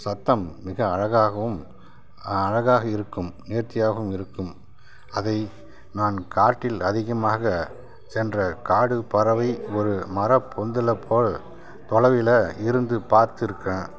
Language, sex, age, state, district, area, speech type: Tamil, male, 60+, Tamil Nadu, Kallakurichi, rural, spontaneous